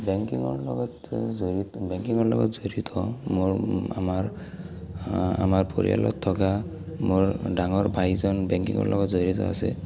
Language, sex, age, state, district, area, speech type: Assamese, male, 18-30, Assam, Barpeta, rural, spontaneous